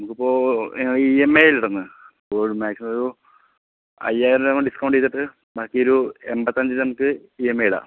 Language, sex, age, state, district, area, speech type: Malayalam, male, 30-45, Kerala, Palakkad, rural, conversation